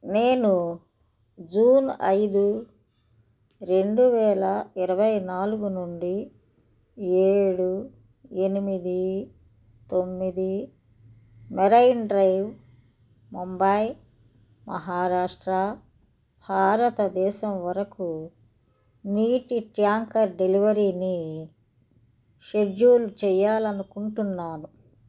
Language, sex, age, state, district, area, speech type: Telugu, female, 60+, Andhra Pradesh, Krishna, rural, read